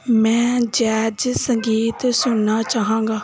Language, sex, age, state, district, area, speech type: Punjabi, female, 18-30, Punjab, Gurdaspur, rural, read